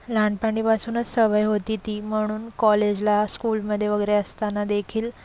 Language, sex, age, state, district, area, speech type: Marathi, female, 18-30, Maharashtra, Solapur, urban, spontaneous